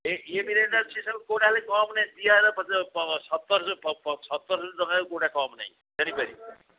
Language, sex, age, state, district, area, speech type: Odia, female, 60+, Odisha, Sundergarh, rural, conversation